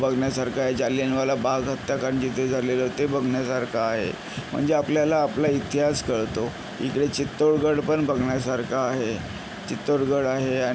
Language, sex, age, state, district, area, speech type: Marathi, male, 18-30, Maharashtra, Yavatmal, urban, spontaneous